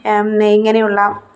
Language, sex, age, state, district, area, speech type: Malayalam, female, 30-45, Kerala, Kollam, rural, spontaneous